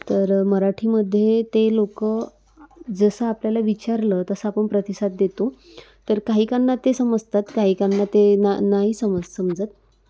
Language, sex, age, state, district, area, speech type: Marathi, female, 18-30, Maharashtra, Wardha, urban, spontaneous